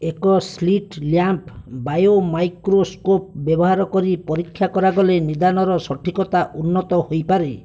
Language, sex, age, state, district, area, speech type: Odia, male, 45-60, Odisha, Bhadrak, rural, read